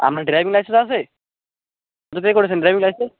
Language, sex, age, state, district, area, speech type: Bengali, male, 18-30, West Bengal, Birbhum, urban, conversation